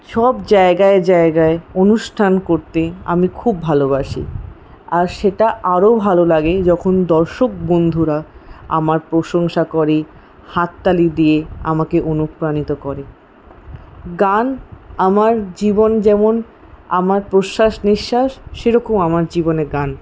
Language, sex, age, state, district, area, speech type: Bengali, female, 18-30, West Bengal, Paschim Bardhaman, rural, spontaneous